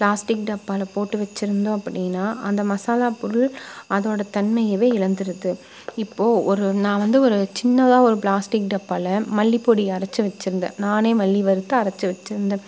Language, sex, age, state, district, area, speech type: Tamil, female, 30-45, Tamil Nadu, Tiruppur, rural, spontaneous